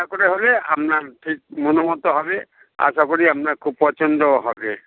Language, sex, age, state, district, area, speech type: Bengali, male, 60+, West Bengal, Dakshin Dinajpur, rural, conversation